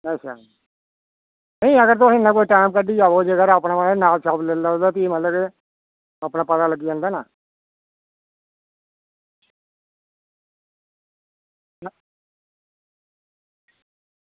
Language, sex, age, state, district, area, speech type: Dogri, male, 60+, Jammu and Kashmir, Reasi, rural, conversation